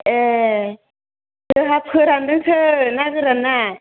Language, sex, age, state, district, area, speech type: Bodo, female, 45-60, Assam, Chirang, rural, conversation